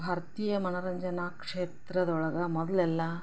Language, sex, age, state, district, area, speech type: Kannada, female, 45-60, Karnataka, Chikkaballapur, rural, spontaneous